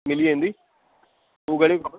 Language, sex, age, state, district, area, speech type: Sindhi, male, 30-45, Gujarat, Kutch, rural, conversation